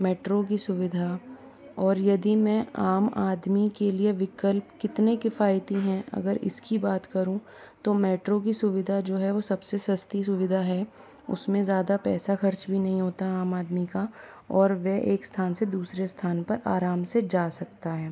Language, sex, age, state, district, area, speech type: Hindi, female, 18-30, Rajasthan, Jaipur, urban, spontaneous